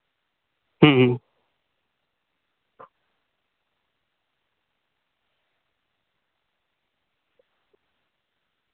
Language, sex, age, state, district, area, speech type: Santali, male, 18-30, West Bengal, Birbhum, rural, conversation